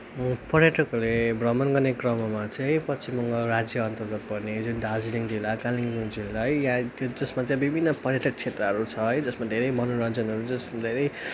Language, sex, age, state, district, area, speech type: Nepali, male, 18-30, West Bengal, Darjeeling, rural, spontaneous